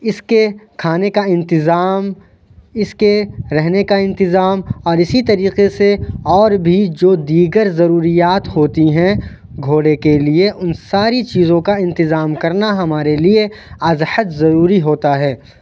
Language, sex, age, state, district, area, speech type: Urdu, male, 18-30, Uttar Pradesh, Lucknow, urban, spontaneous